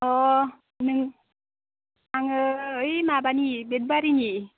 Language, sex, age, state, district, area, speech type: Bodo, female, 18-30, Assam, Baksa, rural, conversation